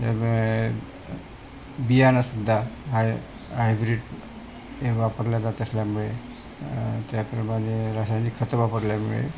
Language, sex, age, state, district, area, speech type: Marathi, male, 60+, Maharashtra, Wardha, urban, spontaneous